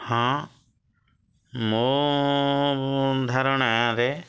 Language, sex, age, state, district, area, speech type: Odia, male, 30-45, Odisha, Kalahandi, rural, spontaneous